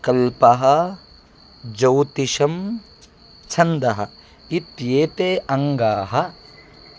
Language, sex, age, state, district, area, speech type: Sanskrit, male, 30-45, Kerala, Kasaragod, rural, spontaneous